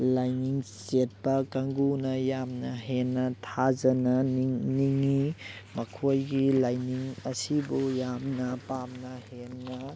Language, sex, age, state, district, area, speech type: Manipuri, male, 18-30, Manipur, Thoubal, rural, spontaneous